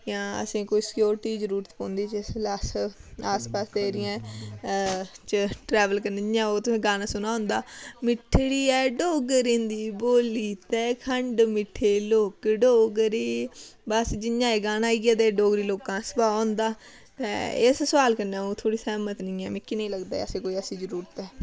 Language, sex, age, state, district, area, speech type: Dogri, female, 18-30, Jammu and Kashmir, Udhampur, rural, spontaneous